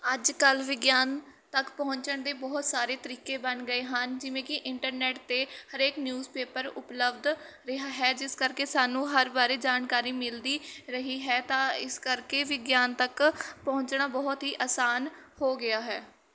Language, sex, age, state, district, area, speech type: Punjabi, female, 18-30, Punjab, Mohali, rural, spontaneous